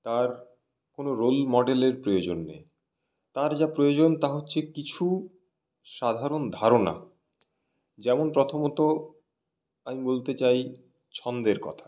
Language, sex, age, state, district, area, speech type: Bengali, male, 18-30, West Bengal, Purulia, urban, spontaneous